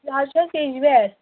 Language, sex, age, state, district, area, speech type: Kashmiri, female, 18-30, Jammu and Kashmir, Anantnag, rural, conversation